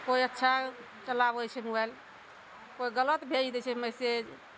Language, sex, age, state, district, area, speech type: Maithili, female, 45-60, Bihar, Araria, rural, spontaneous